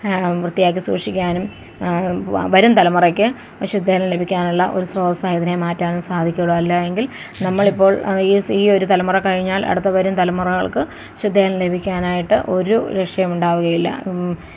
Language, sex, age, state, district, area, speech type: Malayalam, female, 45-60, Kerala, Thiruvananthapuram, rural, spontaneous